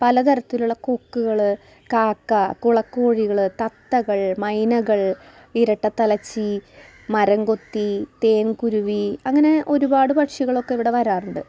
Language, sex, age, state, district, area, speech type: Malayalam, female, 30-45, Kerala, Ernakulam, rural, spontaneous